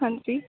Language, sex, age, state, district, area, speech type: Punjabi, female, 18-30, Punjab, Mohali, rural, conversation